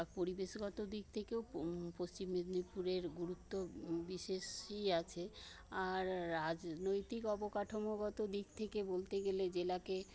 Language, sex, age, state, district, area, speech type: Bengali, female, 60+, West Bengal, Paschim Medinipur, urban, spontaneous